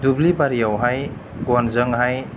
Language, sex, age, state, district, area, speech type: Bodo, male, 30-45, Assam, Chirang, rural, spontaneous